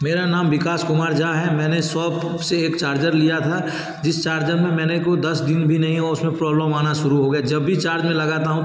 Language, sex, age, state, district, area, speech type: Hindi, male, 45-60, Bihar, Darbhanga, rural, spontaneous